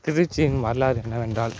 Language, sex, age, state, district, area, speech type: Tamil, male, 30-45, Tamil Nadu, Tiruchirappalli, rural, spontaneous